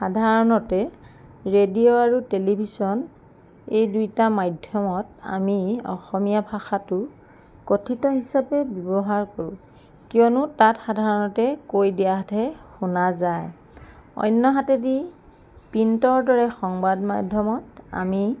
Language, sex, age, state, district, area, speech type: Assamese, female, 45-60, Assam, Lakhimpur, rural, spontaneous